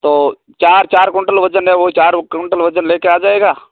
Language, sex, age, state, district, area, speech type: Hindi, male, 30-45, Rajasthan, Nagaur, rural, conversation